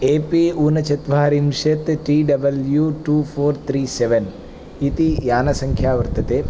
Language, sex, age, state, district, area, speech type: Sanskrit, male, 18-30, Andhra Pradesh, Palnadu, rural, spontaneous